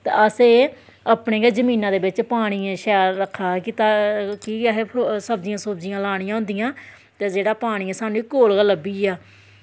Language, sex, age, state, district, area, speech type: Dogri, female, 30-45, Jammu and Kashmir, Samba, rural, spontaneous